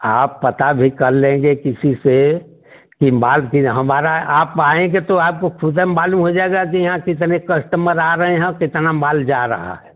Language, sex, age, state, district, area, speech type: Hindi, male, 60+, Uttar Pradesh, Chandauli, rural, conversation